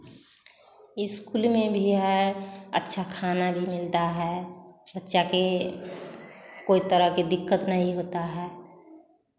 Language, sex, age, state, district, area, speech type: Hindi, female, 30-45, Bihar, Samastipur, rural, spontaneous